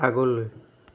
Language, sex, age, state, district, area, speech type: Assamese, male, 60+, Assam, Charaideo, urban, read